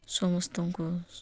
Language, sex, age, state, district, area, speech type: Odia, female, 30-45, Odisha, Nabarangpur, urban, spontaneous